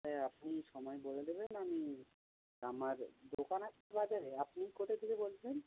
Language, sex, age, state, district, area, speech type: Bengali, male, 45-60, West Bengal, South 24 Parganas, rural, conversation